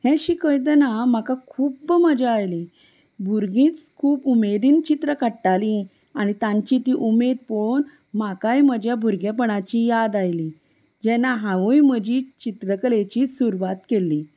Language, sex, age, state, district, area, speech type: Goan Konkani, female, 30-45, Goa, Salcete, rural, spontaneous